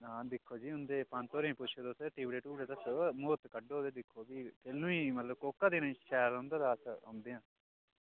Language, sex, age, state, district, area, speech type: Dogri, male, 18-30, Jammu and Kashmir, Udhampur, urban, conversation